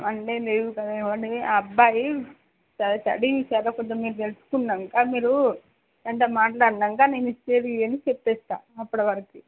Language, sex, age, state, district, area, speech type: Telugu, female, 60+, Andhra Pradesh, Visakhapatnam, urban, conversation